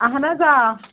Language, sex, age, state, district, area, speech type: Kashmiri, female, 30-45, Jammu and Kashmir, Anantnag, rural, conversation